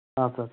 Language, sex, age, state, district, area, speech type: Kannada, male, 30-45, Karnataka, Belgaum, rural, conversation